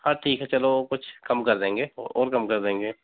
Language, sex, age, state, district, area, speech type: Hindi, male, 30-45, Madhya Pradesh, Hoshangabad, urban, conversation